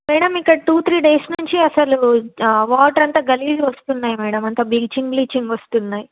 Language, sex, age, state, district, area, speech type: Telugu, female, 18-30, Telangana, Peddapalli, rural, conversation